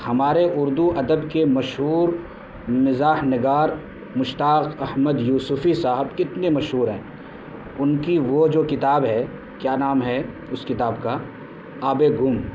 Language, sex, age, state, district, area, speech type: Urdu, male, 18-30, Bihar, Purnia, rural, spontaneous